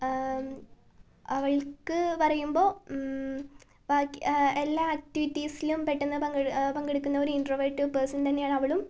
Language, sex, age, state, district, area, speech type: Malayalam, female, 18-30, Kerala, Wayanad, rural, spontaneous